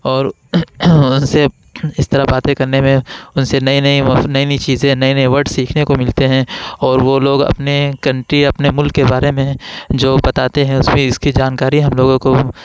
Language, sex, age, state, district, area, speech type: Urdu, male, 18-30, Uttar Pradesh, Lucknow, urban, spontaneous